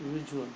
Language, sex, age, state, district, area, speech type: Urdu, male, 30-45, Maharashtra, Nashik, urban, read